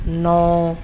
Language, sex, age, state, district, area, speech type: Punjabi, male, 30-45, Punjab, Mansa, urban, read